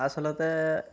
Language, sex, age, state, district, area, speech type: Assamese, male, 30-45, Assam, Darrang, rural, spontaneous